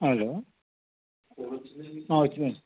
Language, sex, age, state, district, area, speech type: Telugu, male, 60+, Andhra Pradesh, Anakapalli, rural, conversation